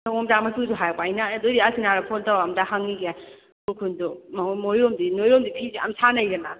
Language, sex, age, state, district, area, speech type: Manipuri, female, 18-30, Manipur, Kakching, rural, conversation